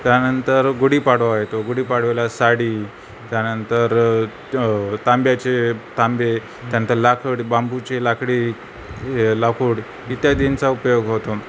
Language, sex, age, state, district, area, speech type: Marathi, male, 45-60, Maharashtra, Nanded, rural, spontaneous